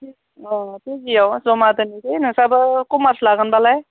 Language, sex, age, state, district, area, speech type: Bodo, female, 30-45, Assam, Udalguri, urban, conversation